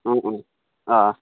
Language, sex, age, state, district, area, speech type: Assamese, male, 18-30, Assam, Darrang, rural, conversation